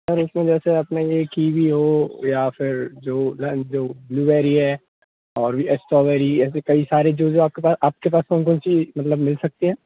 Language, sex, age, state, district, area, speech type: Hindi, male, 18-30, Rajasthan, Bharatpur, urban, conversation